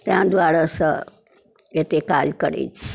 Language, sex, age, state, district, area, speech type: Maithili, female, 60+, Bihar, Darbhanga, urban, spontaneous